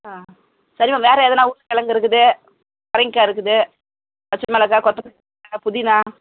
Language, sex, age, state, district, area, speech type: Tamil, female, 45-60, Tamil Nadu, Kallakurichi, urban, conversation